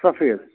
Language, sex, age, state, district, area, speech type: Kashmiri, male, 30-45, Jammu and Kashmir, Budgam, rural, conversation